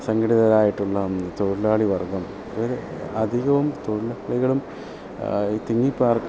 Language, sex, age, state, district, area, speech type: Malayalam, male, 30-45, Kerala, Idukki, rural, spontaneous